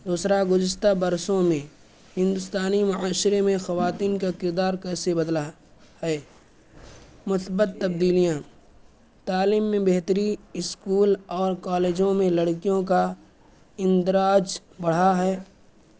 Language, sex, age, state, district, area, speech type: Urdu, male, 18-30, Uttar Pradesh, Balrampur, rural, spontaneous